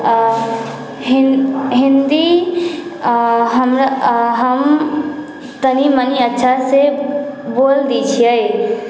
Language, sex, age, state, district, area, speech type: Maithili, female, 18-30, Bihar, Sitamarhi, rural, spontaneous